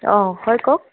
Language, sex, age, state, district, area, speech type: Assamese, female, 18-30, Assam, Tinsukia, urban, conversation